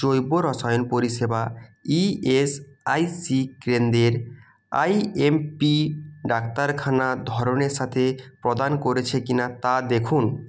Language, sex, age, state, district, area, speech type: Bengali, male, 30-45, West Bengal, North 24 Parganas, rural, read